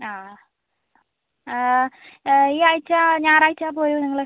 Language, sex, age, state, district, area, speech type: Malayalam, female, 45-60, Kerala, Wayanad, rural, conversation